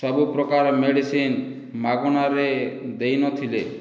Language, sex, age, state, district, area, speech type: Odia, male, 60+, Odisha, Boudh, rural, spontaneous